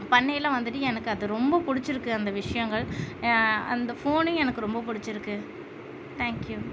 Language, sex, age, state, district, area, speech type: Tamil, female, 30-45, Tamil Nadu, Tiruvarur, urban, spontaneous